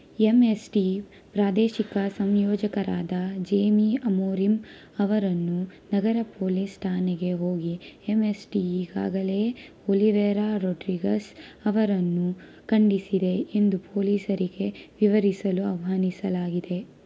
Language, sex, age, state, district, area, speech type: Kannada, female, 18-30, Karnataka, Tumkur, urban, read